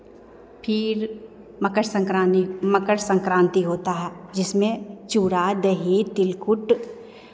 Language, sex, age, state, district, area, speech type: Hindi, female, 45-60, Bihar, Begusarai, rural, spontaneous